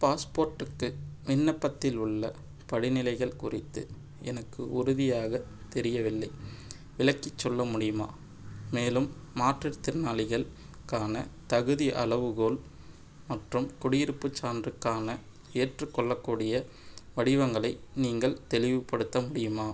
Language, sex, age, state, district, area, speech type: Tamil, male, 18-30, Tamil Nadu, Madurai, urban, read